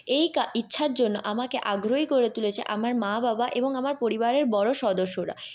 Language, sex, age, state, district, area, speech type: Bengali, female, 18-30, West Bengal, Purulia, urban, spontaneous